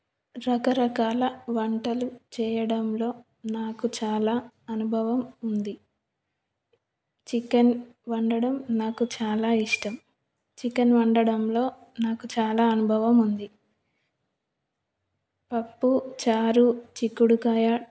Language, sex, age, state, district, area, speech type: Telugu, female, 18-30, Telangana, Karimnagar, rural, spontaneous